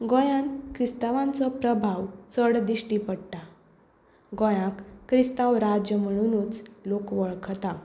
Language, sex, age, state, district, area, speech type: Goan Konkani, female, 18-30, Goa, Tiswadi, rural, spontaneous